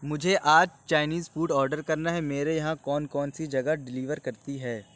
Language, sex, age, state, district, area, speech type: Urdu, male, 18-30, Uttar Pradesh, Lucknow, urban, read